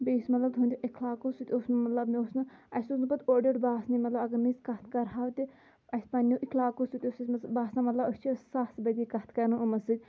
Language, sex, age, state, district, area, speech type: Kashmiri, female, 30-45, Jammu and Kashmir, Shopian, urban, spontaneous